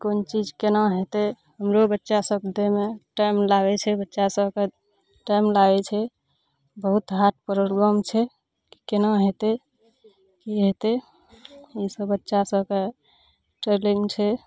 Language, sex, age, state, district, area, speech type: Maithili, female, 30-45, Bihar, Araria, rural, spontaneous